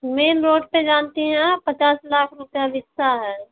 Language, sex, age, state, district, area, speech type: Hindi, female, 45-60, Uttar Pradesh, Ayodhya, rural, conversation